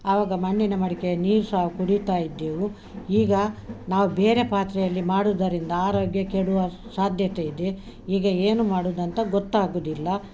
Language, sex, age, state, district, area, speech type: Kannada, female, 60+, Karnataka, Udupi, urban, spontaneous